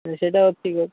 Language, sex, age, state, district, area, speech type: Odia, male, 18-30, Odisha, Malkangiri, urban, conversation